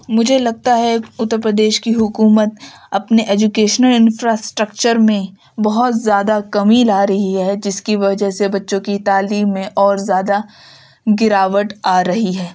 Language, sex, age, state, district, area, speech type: Urdu, female, 18-30, Uttar Pradesh, Ghaziabad, urban, spontaneous